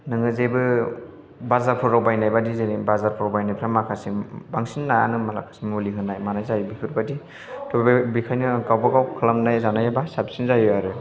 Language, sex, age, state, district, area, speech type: Bodo, male, 18-30, Assam, Chirang, rural, spontaneous